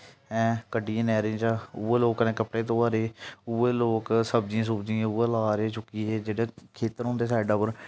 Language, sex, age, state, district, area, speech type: Dogri, male, 18-30, Jammu and Kashmir, Jammu, rural, spontaneous